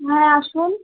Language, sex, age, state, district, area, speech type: Bengali, female, 18-30, West Bengal, Alipurduar, rural, conversation